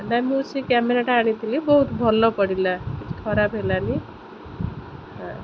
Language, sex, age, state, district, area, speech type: Odia, female, 30-45, Odisha, Kendrapara, urban, spontaneous